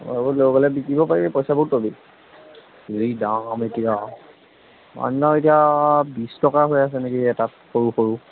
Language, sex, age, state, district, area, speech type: Assamese, male, 45-60, Assam, Darrang, rural, conversation